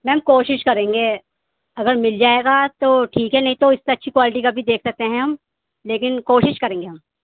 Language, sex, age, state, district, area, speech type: Urdu, female, 18-30, Delhi, East Delhi, urban, conversation